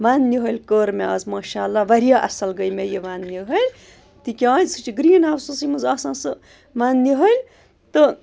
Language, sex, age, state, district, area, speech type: Kashmiri, female, 30-45, Jammu and Kashmir, Bandipora, rural, spontaneous